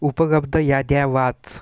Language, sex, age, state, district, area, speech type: Marathi, male, 18-30, Maharashtra, Washim, urban, read